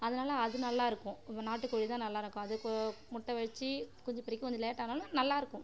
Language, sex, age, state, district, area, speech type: Tamil, female, 30-45, Tamil Nadu, Kallakurichi, rural, spontaneous